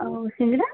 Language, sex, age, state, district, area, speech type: Odia, female, 45-60, Odisha, Sundergarh, rural, conversation